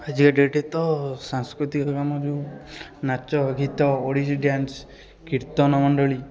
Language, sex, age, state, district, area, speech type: Odia, male, 18-30, Odisha, Puri, urban, spontaneous